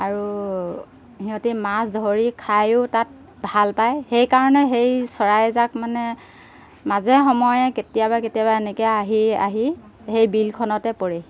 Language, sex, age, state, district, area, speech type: Assamese, female, 30-45, Assam, Golaghat, urban, spontaneous